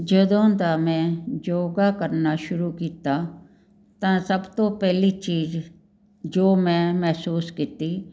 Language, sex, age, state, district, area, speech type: Punjabi, female, 60+, Punjab, Jalandhar, urban, spontaneous